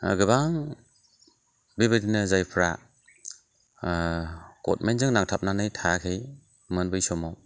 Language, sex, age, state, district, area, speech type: Bodo, male, 45-60, Assam, Chirang, urban, spontaneous